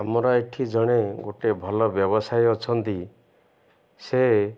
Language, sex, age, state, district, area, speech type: Odia, male, 60+, Odisha, Ganjam, urban, spontaneous